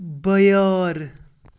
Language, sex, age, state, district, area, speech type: Kashmiri, male, 30-45, Jammu and Kashmir, Pulwama, rural, read